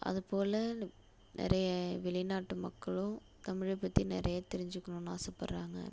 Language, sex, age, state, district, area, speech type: Tamil, female, 30-45, Tamil Nadu, Nagapattinam, rural, spontaneous